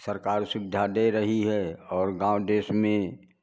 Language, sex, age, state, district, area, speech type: Hindi, male, 60+, Uttar Pradesh, Prayagraj, rural, spontaneous